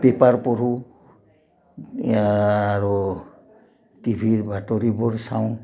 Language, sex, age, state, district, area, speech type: Assamese, male, 60+, Assam, Udalguri, urban, spontaneous